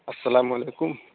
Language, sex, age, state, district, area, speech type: Urdu, male, 18-30, Uttar Pradesh, Saharanpur, urban, conversation